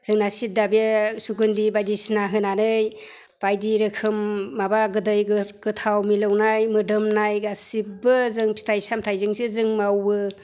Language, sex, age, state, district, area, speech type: Bodo, female, 45-60, Assam, Chirang, rural, spontaneous